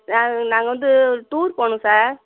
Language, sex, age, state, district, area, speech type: Tamil, female, 45-60, Tamil Nadu, Madurai, urban, conversation